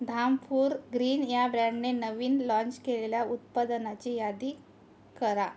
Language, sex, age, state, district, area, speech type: Marathi, female, 30-45, Maharashtra, Yavatmal, rural, read